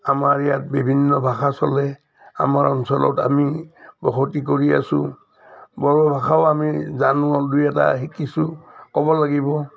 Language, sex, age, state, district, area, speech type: Assamese, male, 60+, Assam, Udalguri, rural, spontaneous